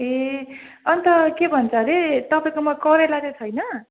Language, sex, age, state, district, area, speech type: Nepali, female, 30-45, West Bengal, Jalpaiguri, urban, conversation